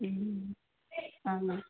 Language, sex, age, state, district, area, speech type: Tamil, female, 45-60, Tamil Nadu, Tiruvannamalai, rural, conversation